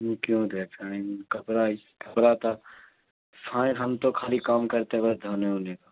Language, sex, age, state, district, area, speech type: Urdu, male, 18-30, Bihar, Supaul, rural, conversation